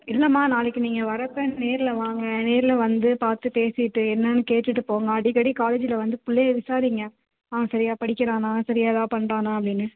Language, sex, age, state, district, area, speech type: Tamil, female, 18-30, Tamil Nadu, Thanjavur, urban, conversation